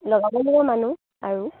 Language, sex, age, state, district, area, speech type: Assamese, female, 18-30, Assam, Dibrugarh, rural, conversation